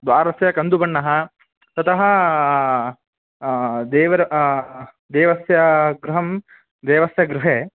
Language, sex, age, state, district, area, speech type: Sanskrit, male, 18-30, Karnataka, Dharwad, urban, conversation